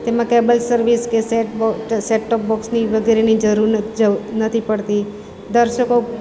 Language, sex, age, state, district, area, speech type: Gujarati, female, 45-60, Gujarat, Surat, urban, spontaneous